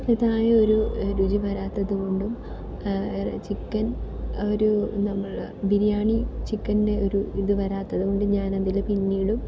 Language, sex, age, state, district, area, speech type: Malayalam, female, 18-30, Kerala, Ernakulam, rural, spontaneous